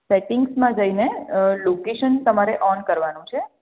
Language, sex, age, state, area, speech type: Gujarati, female, 30-45, Gujarat, urban, conversation